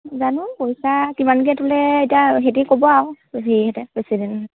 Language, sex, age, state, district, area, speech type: Assamese, female, 18-30, Assam, Dhemaji, urban, conversation